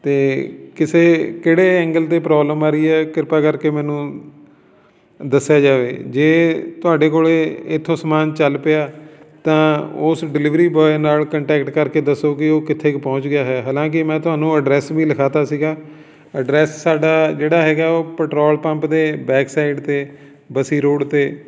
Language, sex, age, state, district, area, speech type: Punjabi, male, 45-60, Punjab, Fatehgarh Sahib, urban, spontaneous